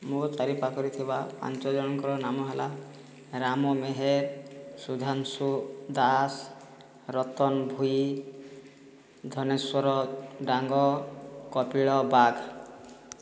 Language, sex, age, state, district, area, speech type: Odia, male, 30-45, Odisha, Boudh, rural, spontaneous